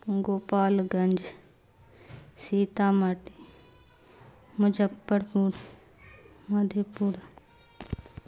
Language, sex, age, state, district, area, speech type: Urdu, female, 45-60, Bihar, Darbhanga, rural, spontaneous